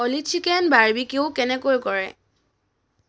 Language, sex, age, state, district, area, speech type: Assamese, female, 18-30, Assam, Charaideo, urban, read